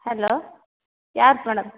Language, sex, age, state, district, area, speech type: Tamil, female, 30-45, Tamil Nadu, Tiruvannamalai, rural, conversation